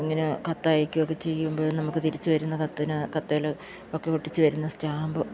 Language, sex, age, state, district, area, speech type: Malayalam, female, 60+, Kerala, Idukki, rural, spontaneous